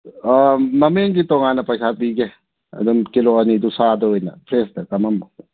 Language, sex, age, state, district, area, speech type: Manipuri, male, 30-45, Manipur, Thoubal, rural, conversation